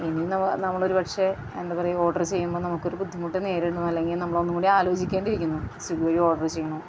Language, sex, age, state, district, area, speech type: Malayalam, female, 30-45, Kerala, Ernakulam, rural, spontaneous